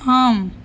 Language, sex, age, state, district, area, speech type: Tamil, female, 18-30, Tamil Nadu, Sivaganga, rural, read